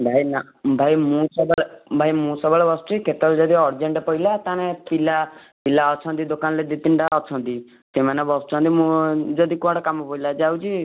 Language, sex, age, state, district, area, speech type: Odia, male, 18-30, Odisha, Kendujhar, urban, conversation